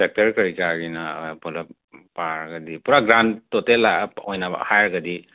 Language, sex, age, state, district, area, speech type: Manipuri, male, 45-60, Manipur, Imphal West, urban, conversation